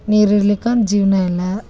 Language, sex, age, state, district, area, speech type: Kannada, female, 30-45, Karnataka, Dharwad, urban, spontaneous